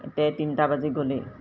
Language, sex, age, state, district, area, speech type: Assamese, female, 45-60, Assam, Golaghat, urban, spontaneous